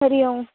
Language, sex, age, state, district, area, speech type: Sanskrit, female, 18-30, Karnataka, Uttara Kannada, rural, conversation